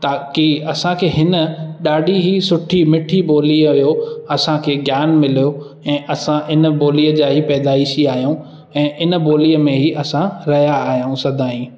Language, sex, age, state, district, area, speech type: Sindhi, male, 18-30, Madhya Pradesh, Katni, urban, spontaneous